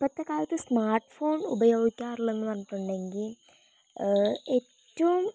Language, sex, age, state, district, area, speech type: Malayalam, female, 18-30, Kerala, Wayanad, rural, spontaneous